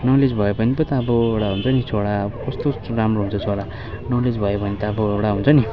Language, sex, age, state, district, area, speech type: Nepali, male, 18-30, West Bengal, Kalimpong, rural, spontaneous